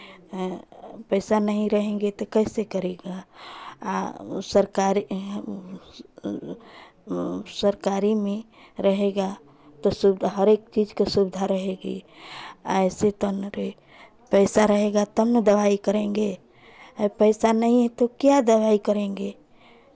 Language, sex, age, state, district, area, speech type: Hindi, female, 45-60, Uttar Pradesh, Chandauli, rural, spontaneous